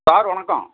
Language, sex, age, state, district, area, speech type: Tamil, male, 45-60, Tamil Nadu, Tiruppur, rural, conversation